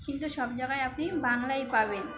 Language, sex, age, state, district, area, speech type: Bengali, female, 18-30, West Bengal, Birbhum, urban, spontaneous